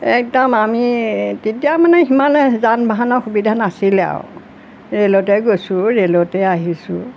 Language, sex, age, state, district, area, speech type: Assamese, female, 60+, Assam, Golaghat, urban, spontaneous